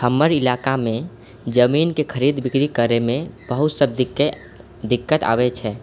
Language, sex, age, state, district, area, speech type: Maithili, male, 18-30, Bihar, Purnia, rural, spontaneous